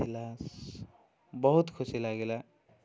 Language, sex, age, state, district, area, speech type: Odia, male, 18-30, Odisha, Koraput, urban, spontaneous